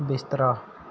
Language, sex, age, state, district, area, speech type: Punjabi, male, 18-30, Punjab, Patiala, urban, read